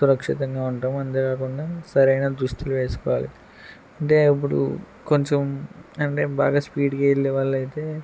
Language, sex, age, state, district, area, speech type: Telugu, male, 18-30, Andhra Pradesh, Eluru, rural, spontaneous